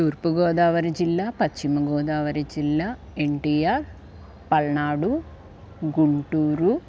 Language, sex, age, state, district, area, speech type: Telugu, female, 45-60, Andhra Pradesh, Guntur, urban, spontaneous